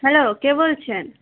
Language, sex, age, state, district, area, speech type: Bengali, female, 18-30, West Bengal, Uttar Dinajpur, urban, conversation